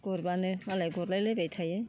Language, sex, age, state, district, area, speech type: Bodo, female, 60+, Assam, Chirang, rural, spontaneous